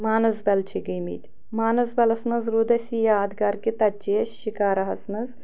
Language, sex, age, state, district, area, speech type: Kashmiri, female, 45-60, Jammu and Kashmir, Anantnag, rural, spontaneous